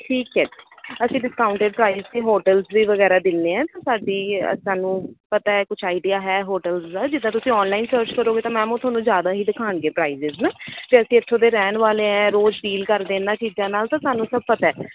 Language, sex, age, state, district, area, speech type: Punjabi, female, 30-45, Punjab, Bathinda, urban, conversation